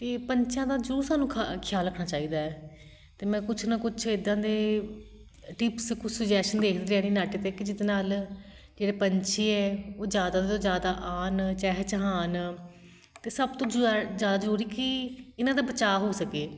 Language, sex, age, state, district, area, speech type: Punjabi, female, 30-45, Punjab, Shaheed Bhagat Singh Nagar, urban, spontaneous